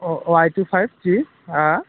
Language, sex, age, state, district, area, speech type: Bodo, male, 18-30, Assam, Udalguri, urban, conversation